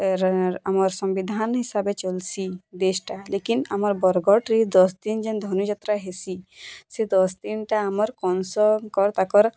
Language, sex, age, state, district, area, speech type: Odia, female, 18-30, Odisha, Bargarh, urban, spontaneous